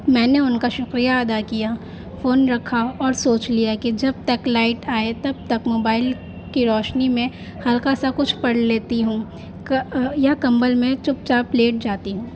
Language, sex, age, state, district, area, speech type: Urdu, female, 18-30, Delhi, North East Delhi, urban, spontaneous